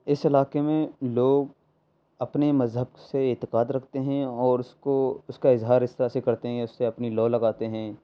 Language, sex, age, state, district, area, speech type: Urdu, male, 18-30, Delhi, East Delhi, urban, spontaneous